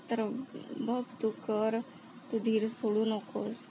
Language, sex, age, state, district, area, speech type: Marathi, female, 30-45, Maharashtra, Akola, rural, spontaneous